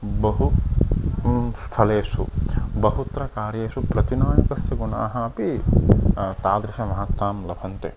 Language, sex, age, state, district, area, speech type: Sanskrit, male, 30-45, Karnataka, Uttara Kannada, rural, spontaneous